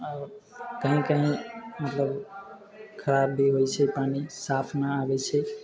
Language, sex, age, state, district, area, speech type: Maithili, male, 18-30, Bihar, Sitamarhi, urban, spontaneous